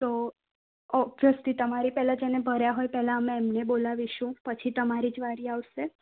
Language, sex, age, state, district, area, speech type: Gujarati, female, 18-30, Gujarat, Kheda, rural, conversation